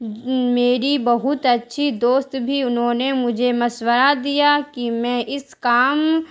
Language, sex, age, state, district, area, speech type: Urdu, female, 30-45, Bihar, Darbhanga, rural, spontaneous